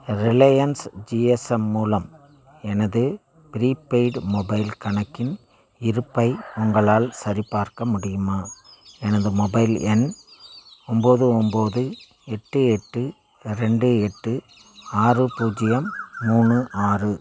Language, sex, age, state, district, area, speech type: Tamil, male, 60+, Tamil Nadu, Thanjavur, rural, read